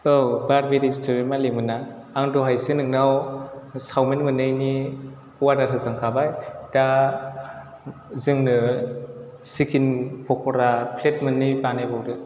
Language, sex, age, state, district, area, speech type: Bodo, male, 18-30, Assam, Chirang, rural, spontaneous